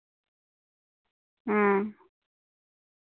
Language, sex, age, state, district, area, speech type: Santali, female, 45-60, Jharkhand, Pakur, rural, conversation